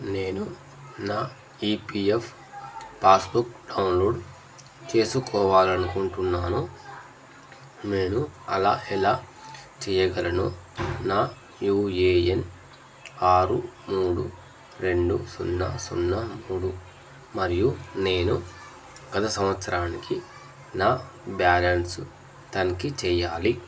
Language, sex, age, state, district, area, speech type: Telugu, male, 30-45, Telangana, Jangaon, rural, read